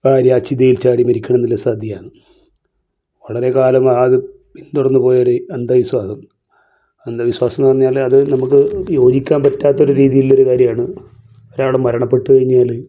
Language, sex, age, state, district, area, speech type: Malayalam, male, 45-60, Kerala, Kasaragod, rural, spontaneous